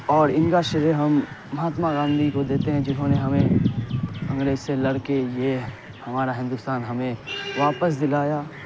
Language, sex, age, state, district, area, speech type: Urdu, male, 18-30, Bihar, Saharsa, urban, spontaneous